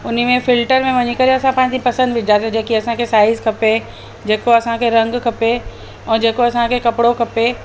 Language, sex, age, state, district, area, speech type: Sindhi, female, 45-60, Delhi, South Delhi, urban, spontaneous